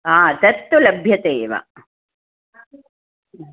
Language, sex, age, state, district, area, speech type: Sanskrit, female, 60+, Karnataka, Hassan, rural, conversation